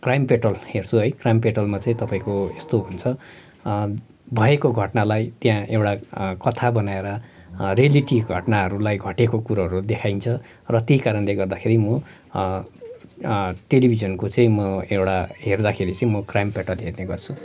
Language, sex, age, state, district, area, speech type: Nepali, male, 45-60, West Bengal, Kalimpong, rural, spontaneous